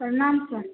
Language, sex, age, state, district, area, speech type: Hindi, female, 18-30, Bihar, Madhepura, rural, conversation